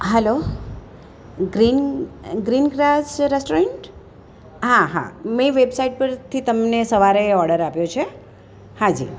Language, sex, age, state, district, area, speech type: Gujarati, female, 60+, Gujarat, Surat, urban, spontaneous